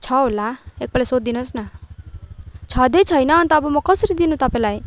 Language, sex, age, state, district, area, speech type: Nepali, female, 18-30, West Bengal, Darjeeling, rural, spontaneous